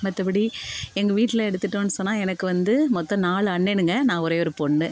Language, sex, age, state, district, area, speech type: Tamil, female, 45-60, Tamil Nadu, Thanjavur, rural, spontaneous